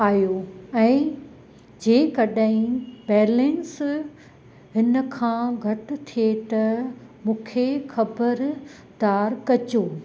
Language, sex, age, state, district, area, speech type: Sindhi, female, 45-60, Gujarat, Kutch, rural, read